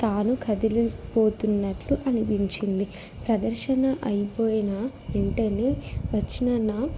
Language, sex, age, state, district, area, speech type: Telugu, female, 18-30, Telangana, Jangaon, rural, spontaneous